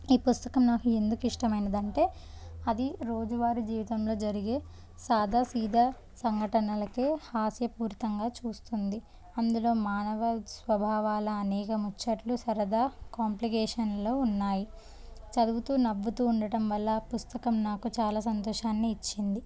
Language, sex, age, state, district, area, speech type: Telugu, female, 18-30, Telangana, Jangaon, urban, spontaneous